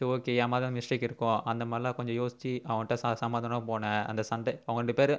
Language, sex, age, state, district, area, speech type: Tamil, male, 18-30, Tamil Nadu, Viluppuram, urban, spontaneous